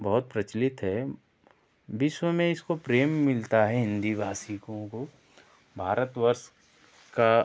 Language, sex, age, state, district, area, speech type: Hindi, male, 30-45, Uttar Pradesh, Ghazipur, urban, spontaneous